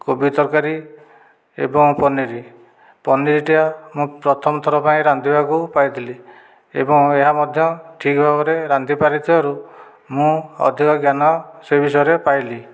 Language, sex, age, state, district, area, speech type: Odia, male, 45-60, Odisha, Dhenkanal, rural, spontaneous